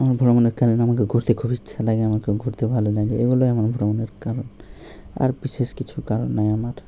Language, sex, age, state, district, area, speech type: Bengali, male, 18-30, West Bengal, Malda, urban, spontaneous